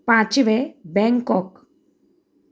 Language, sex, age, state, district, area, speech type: Goan Konkani, female, 30-45, Goa, Canacona, rural, spontaneous